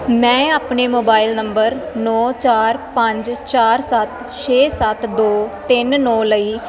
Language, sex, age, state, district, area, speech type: Punjabi, female, 18-30, Punjab, Firozpur, rural, read